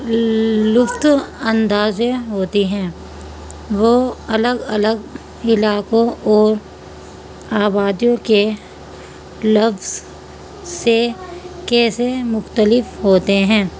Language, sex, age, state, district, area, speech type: Urdu, female, 45-60, Uttar Pradesh, Muzaffarnagar, urban, spontaneous